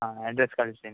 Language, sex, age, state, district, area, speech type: Kannada, male, 18-30, Karnataka, Udupi, rural, conversation